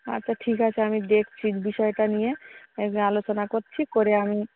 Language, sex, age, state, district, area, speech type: Bengali, female, 30-45, West Bengal, Darjeeling, urban, conversation